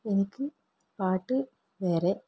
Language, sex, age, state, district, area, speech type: Malayalam, female, 18-30, Kerala, Kannur, rural, spontaneous